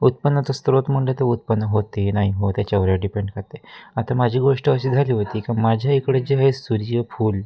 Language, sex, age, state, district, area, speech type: Marathi, male, 18-30, Maharashtra, Wardha, rural, spontaneous